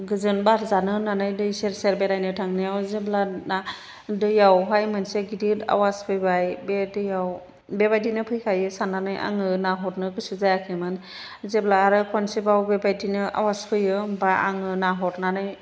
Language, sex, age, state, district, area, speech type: Bodo, female, 45-60, Assam, Chirang, urban, spontaneous